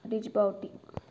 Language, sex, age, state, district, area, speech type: Telugu, female, 18-30, Telangana, Jangaon, urban, spontaneous